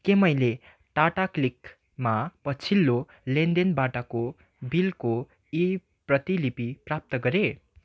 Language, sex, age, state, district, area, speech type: Nepali, male, 18-30, West Bengal, Darjeeling, rural, read